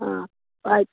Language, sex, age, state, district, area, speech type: Kannada, female, 30-45, Karnataka, Dakshina Kannada, rural, conversation